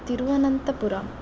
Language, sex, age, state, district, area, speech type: Kannada, female, 18-30, Karnataka, Shimoga, rural, spontaneous